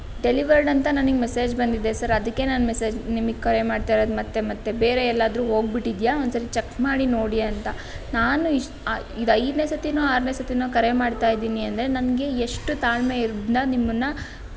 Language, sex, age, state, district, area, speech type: Kannada, female, 18-30, Karnataka, Tumkur, rural, spontaneous